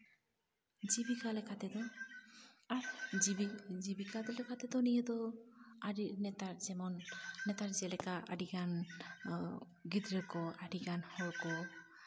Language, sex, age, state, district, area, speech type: Santali, female, 18-30, West Bengal, Jhargram, rural, spontaneous